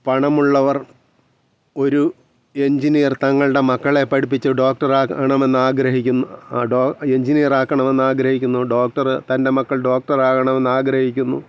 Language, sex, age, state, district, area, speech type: Malayalam, male, 45-60, Kerala, Thiruvananthapuram, rural, spontaneous